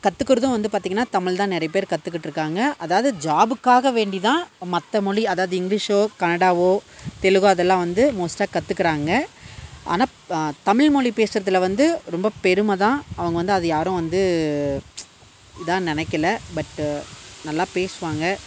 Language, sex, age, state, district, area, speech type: Tamil, female, 30-45, Tamil Nadu, Dharmapuri, rural, spontaneous